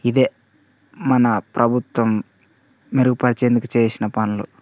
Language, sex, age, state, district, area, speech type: Telugu, male, 18-30, Telangana, Mancherial, rural, spontaneous